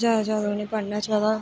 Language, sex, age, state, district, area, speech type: Dogri, female, 18-30, Jammu and Kashmir, Kathua, rural, spontaneous